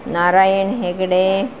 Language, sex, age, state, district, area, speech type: Kannada, female, 45-60, Karnataka, Shimoga, rural, spontaneous